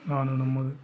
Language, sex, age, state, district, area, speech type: Kannada, male, 45-60, Karnataka, Bellary, rural, spontaneous